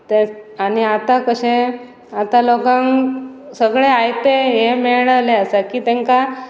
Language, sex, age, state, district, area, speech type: Goan Konkani, female, 30-45, Goa, Pernem, rural, spontaneous